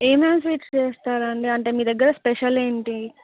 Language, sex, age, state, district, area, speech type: Telugu, female, 18-30, Andhra Pradesh, Alluri Sitarama Raju, rural, conversation